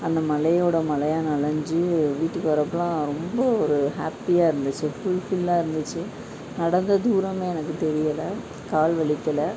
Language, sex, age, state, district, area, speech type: Tamil, female, 18-30, Tamil Nadu, Madurai, rural, spontaneous